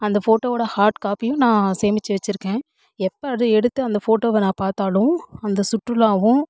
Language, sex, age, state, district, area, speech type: Tamil, female, 18-30, Tamil Nadu, Namakkal, rural, spontaneous